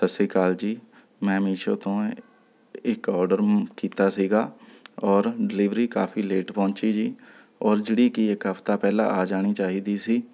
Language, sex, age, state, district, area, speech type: Punjabi, male, 30-45, Punjab, Rupnagar, rural, spontaneous